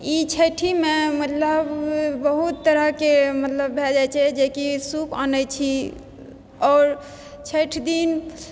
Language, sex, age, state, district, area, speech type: Maithili, female, 30-45, Bihar, Purnia, rural, spontaneous